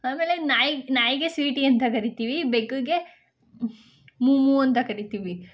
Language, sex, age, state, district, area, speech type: Kannada, female, 30-45, Karnataka, Ramanagara, rural, spontaneous